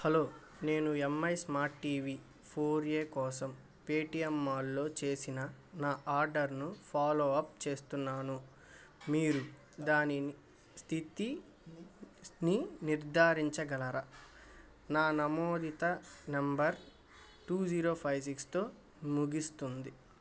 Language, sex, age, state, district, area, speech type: Telugu, male, 18-30, Andhra Pradesh, Bapatla, urban, read